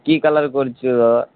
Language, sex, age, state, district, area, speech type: Bengali, male, 18-30, West Bengal, Darjeeling, urban, conversation